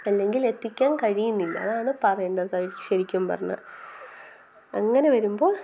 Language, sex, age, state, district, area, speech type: Malayalam, female, 18-30, Kerala, Kottayam, rural, spontaneous